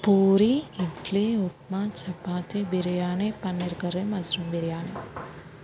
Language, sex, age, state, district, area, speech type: Telugu, female, 30-45, Andhra Pradesh, Kurnool, urban, spontaneous